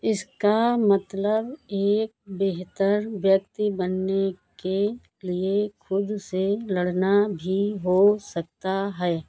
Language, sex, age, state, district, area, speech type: Hindi, female, 60+, Uttar Pradesh, Hardoi, rural, read